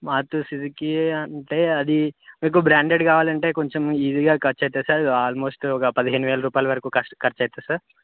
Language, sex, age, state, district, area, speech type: Telugu, male, 18-30, Telangana, Karimnagar, rural, conversation